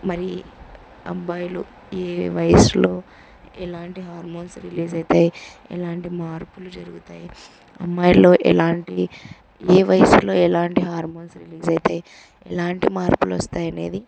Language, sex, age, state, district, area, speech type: Telugu, female, 18-30, Andhra Pradesh, Kurnool, rural, spontaneous